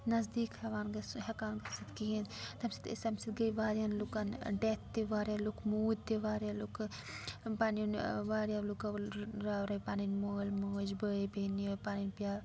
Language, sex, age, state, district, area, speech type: Kashmiri, female, 18-30, Jammu and Kashmir, Srinagar, rural, spontaneous